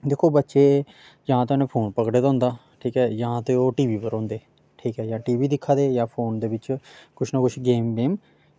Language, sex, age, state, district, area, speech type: Dogri, male, 30-45, Jammu and Kashmir, Samba, rural, spontaneous